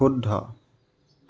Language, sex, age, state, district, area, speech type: Assamese, male, 18-30, Assam, Tinsukia, urban, read